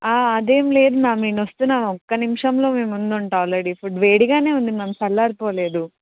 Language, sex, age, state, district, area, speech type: Telugu, female, 18-30, Telangana, Karimnagar, urban, conversation